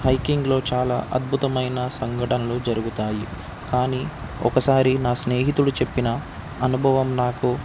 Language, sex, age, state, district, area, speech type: Telugu, male, 18-30, Telangana, Ranga Reddy, urban, spontaneous